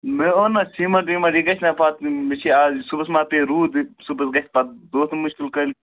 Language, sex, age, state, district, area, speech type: Kashmiri, male, 30-45, Jammu and Kashmir, Bandipora, rural, conversation